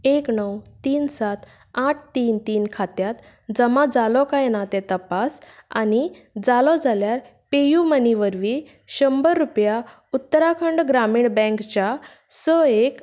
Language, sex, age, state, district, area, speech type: Goan Konkani, female, 18-30, Goa, Canacona, rural, read